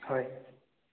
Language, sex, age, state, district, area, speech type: Assamese, male, 18-30, Assam, Sonitpur, rural, conversation